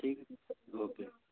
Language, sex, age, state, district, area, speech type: Hindi, male, 18-30, Madhya Pradesh, Bhopal, urban, conversation